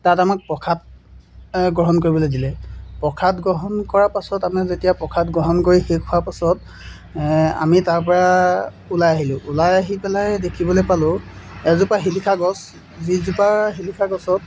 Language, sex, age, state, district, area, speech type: Assamese, male, 18-30, Assam, Golaghat, urban, spontaneous